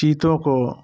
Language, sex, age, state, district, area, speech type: Hindi, male, 60+, Uttar Pradesh, Jaunpur, rural, spontaneous